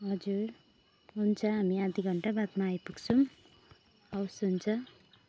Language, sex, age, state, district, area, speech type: Nepali, female, 45-60, West Bengal, Jalpaiguri, urban, spontaneous